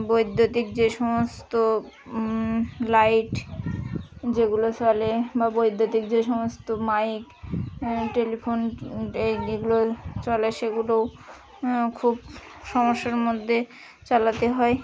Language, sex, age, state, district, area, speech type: Bengali, female, 30-45, West Bengal, Birbhum, urban, spontaneous